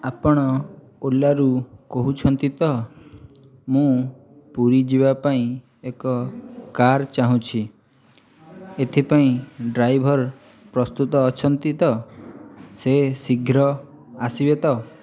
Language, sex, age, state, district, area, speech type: Odia, male, 18-30, Odisha, Jajpur, rural, spontaneous